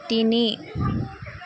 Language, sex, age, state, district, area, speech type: Assamese, female, 30-45, Assam, Tinsukia, urban, read